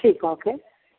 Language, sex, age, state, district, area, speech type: Hindi, male, 30-45, Bihar, Begusarai, rural, conversation